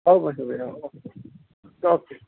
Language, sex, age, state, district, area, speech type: Urdu, male, 60+, Delhi, South Delhi, urban, conversation